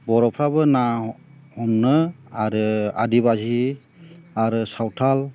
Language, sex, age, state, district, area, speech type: Bodo, male, 45-60, Assam, Chirang, rural, spontaneous